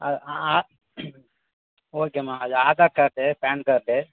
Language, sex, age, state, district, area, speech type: Tamil, male, 30-45, Tamil Nadu, Dharmapuri, rural, conversation